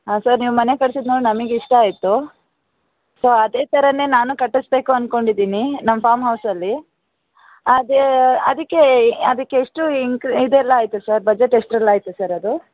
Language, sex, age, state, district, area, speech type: Kannada, female, 30-45, Karnataka, Bangalore Urban, rural, conversation